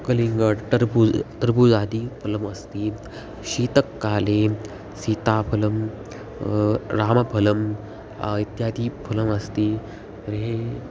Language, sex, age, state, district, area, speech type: Sanskrit, male, 18-30, Maharashtra, Solapur, urban, spontaneous